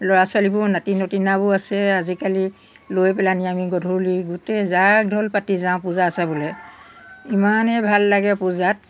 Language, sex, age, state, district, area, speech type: Assamese, female, 60+, Assam, Golaghat, urban, spontaneous